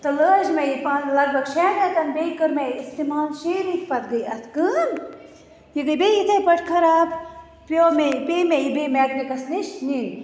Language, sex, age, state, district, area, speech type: Kashmiri, female, 30-45, Jammu and Kashmir, Baramulla, rural, spontaneous